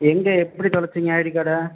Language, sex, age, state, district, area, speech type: Tamil, male, 30-45, Tamil Nadu, Pudukkottai, rural, conversation